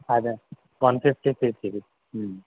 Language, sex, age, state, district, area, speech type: Telugu, male, 30-45, Telangana, Mancherial, rural, conversation